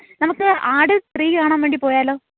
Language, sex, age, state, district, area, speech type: Malayalam, female, 18-30, Kerala, Thiruvananthapuram, rural, conversation